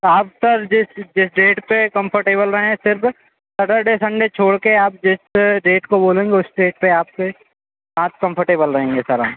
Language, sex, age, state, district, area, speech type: Hindi, male, 18-30, Madhya Pradesh, Hoshangabad, urban, conversation